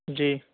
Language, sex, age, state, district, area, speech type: Urdu, male, 18-30, Uttar Pradesh, Saharanpur, urban, conversation